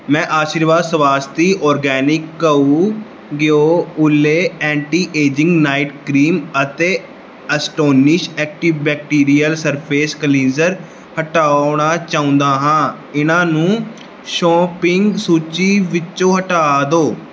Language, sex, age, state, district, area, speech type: Punjabi, male, 18-30, Punjab, Gurdaspur, rural, read